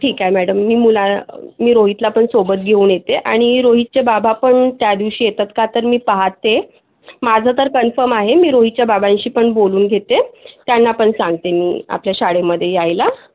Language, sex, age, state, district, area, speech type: Marathi, female, 18-30, Maharashtra, Akola, urban, conversation